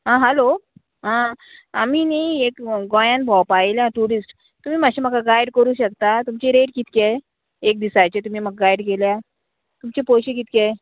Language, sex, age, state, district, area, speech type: Goan Konkani, female, 45-60, Goa, Murmgao, rural, conversation